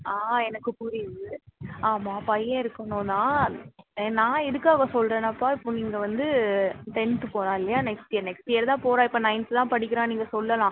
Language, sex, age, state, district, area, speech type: Tamil, female, 18-30, Tamil Nadu, Tirunelveli, rural, conversation